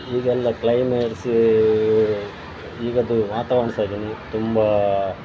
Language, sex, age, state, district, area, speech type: Kannada, male, 30-45, Karnataka, Dakshina Kannada, rural, spontaneous